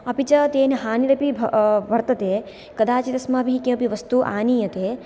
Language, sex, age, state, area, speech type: Sanskrit, female, 18-30, Gujarat, rural, spontaneous